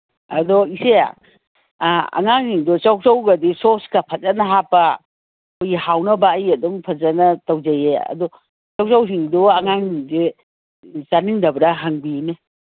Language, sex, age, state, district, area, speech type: Manipuri, female, 45-60, Manipur, Kangpokpi, urban, conversation